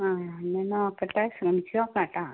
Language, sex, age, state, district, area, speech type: Malayalam, female, 60+, Kerala, Ernakulam, rural, conversation